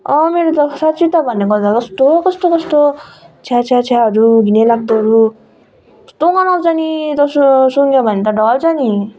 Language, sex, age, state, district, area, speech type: Nepali, female, 30-45, West Bengal, Darjeeling, rural, spontaneous